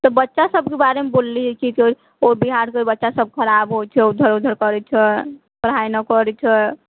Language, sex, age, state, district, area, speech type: Maithili, female, 18-30, Bihar, Sitamarhi, rural, conversation